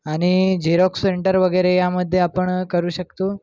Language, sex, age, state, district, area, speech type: Marathi, male, 18-30, Maharashtra, Nagpur, urban, spontaneous